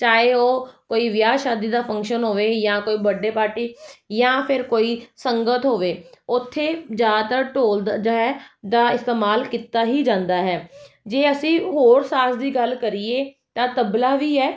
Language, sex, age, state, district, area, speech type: Punjabi, female, 30-45, Punjab, Jalandhar, urban, spontaneous